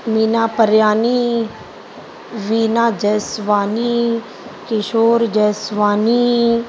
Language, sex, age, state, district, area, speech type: Sindhi, female, 45-60, Uttar Pradesh, Lucknow, rural, spontaneous